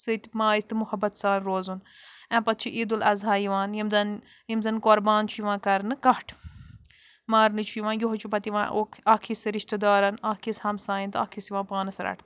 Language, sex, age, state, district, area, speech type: Kashmiri, female, 18-30, Jammu and Kashmir, Bandipora, rural, spontaneous